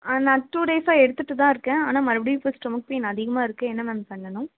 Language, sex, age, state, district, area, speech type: Tamil, female, 18-30, Tamil Nadu, Krishnagiri, rural, conversation